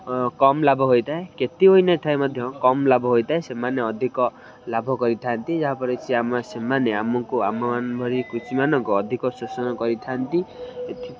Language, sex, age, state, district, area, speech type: Odia, male, 18-30, Odisha, Kendrapara, urban, spontaneous